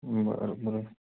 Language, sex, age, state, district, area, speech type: Marathi, male, 18-30, Maharashtra, Hingoli, urban, conversation